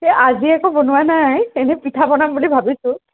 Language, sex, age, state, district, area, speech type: Assamese, female, 18-30, Assam, Kamrup Metropolitan, urban, conversation